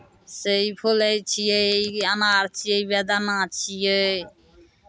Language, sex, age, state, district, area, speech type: Maithili, female, 45-60, Bihar, Madhepura, urban, spontaneous